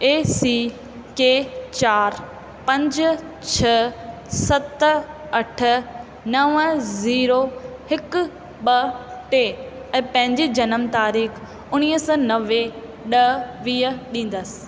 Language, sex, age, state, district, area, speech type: Sindhi, female, 18-30, Rajasthan, Ajmer, urban, read